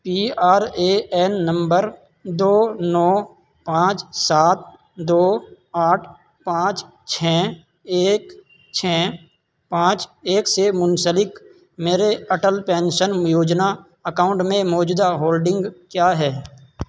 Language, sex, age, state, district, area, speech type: Urdu, male, 18-30, Uttar Pradesh, Saharanpur, urban, read